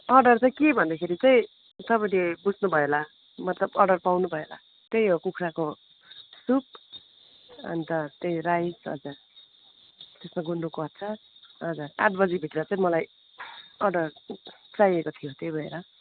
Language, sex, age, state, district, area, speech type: Nepali, female, 30-45, West Bengal, Darjeeling, urban, conversation